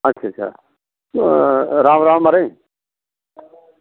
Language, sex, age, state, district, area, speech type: Dogri, male, 45-60, Jammu and Kashmir, Samba, rural, conversation